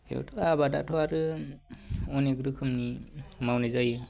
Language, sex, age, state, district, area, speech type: Bodo, male, 18-30, Assam, Baksa, rural, spontaneous